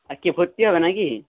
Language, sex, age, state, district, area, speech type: Bengali, male, 45-60, West Bengal, Nadia, rural, conversation